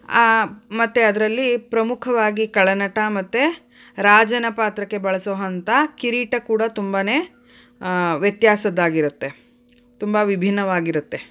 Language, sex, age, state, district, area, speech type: Kannada, female, 30-45, Karnataka, Davanagere, urban, spontaneous